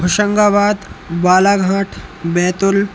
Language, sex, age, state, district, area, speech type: Hindi, male, 18-30, Madhya Pradesh, Hoshangabad, rural, spontaneous